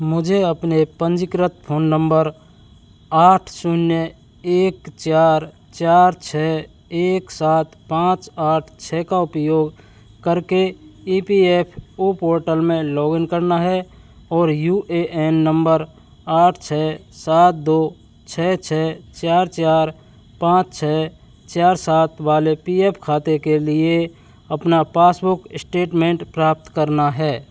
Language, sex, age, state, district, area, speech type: Hindi, male, 30-45, Rajasthan, Karauli, rural, read